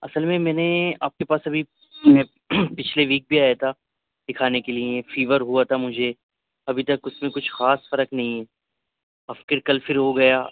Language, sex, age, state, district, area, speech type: Urdu, male, 30-45, Delhi, Central Delhi, urban, conversation